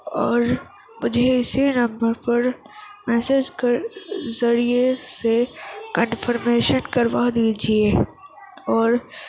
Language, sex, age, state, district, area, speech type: Urdu, female, 18-30, Uttar Pradesh, Gautam Buddha Nagar, rural, spontaneous